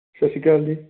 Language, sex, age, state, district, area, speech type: Punjabi, male, 30-45, Punjab, Fatehgarh Sahib, rural, conversation